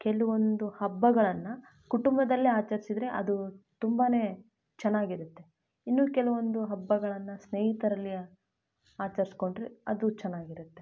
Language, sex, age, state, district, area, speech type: Kannada, female, 18-30, Karnataka, Chitradurga, rural, spontaneous